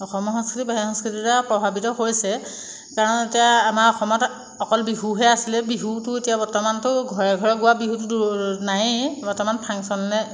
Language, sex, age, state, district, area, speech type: Assamese, female, 30-45, Assam, Jorhat, urban, spontaneous